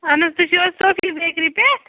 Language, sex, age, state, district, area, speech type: Kashmiri, female, 45-60, Jammu and Kashmir, Ganderbal, rural, conversation